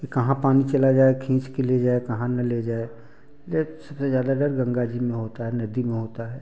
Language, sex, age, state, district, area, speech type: Hindi, male, 45-60, Uttar Pradesh, Prayagraj, urban, spontaneous